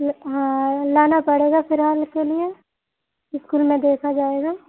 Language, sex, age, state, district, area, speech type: Hindi, female, 45-60, Uttar Pradesh, Sitapur, rural, conversation